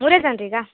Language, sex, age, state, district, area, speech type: Kannada, female, 18-30, Karnataka, Uttara Kannada, rural, conversation